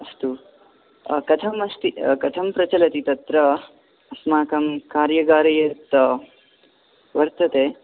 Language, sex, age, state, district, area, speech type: Sanskrit, male, 18-30, Karnataka, Bangalore Urban, rural, conversation